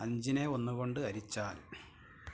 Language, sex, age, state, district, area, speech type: Malayalam, male, 45-60, Kerala, Malappuram, rural, read